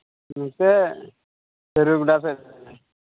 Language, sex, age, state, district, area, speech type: Santali, male, 18-30, Jharkhand, Pakur, rural, conversation